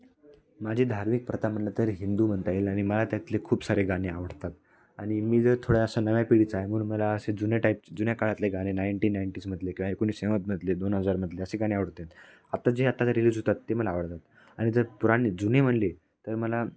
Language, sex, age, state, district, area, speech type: Marathi, male, 18-30, Maharashtra, Nanded, rural, spontaneous